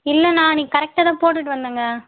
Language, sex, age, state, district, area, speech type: Tamil, female, 18-30, Tamil Nadu, Vellore, urban, conversation